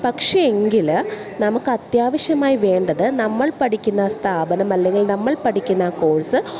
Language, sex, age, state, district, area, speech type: Malayalam, female, 30-45, Kerala, Alappuzha, urban, spontaneous